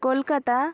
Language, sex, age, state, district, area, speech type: Odia, female, 18-30, Odisha, Kendrapara, urban, spontaneous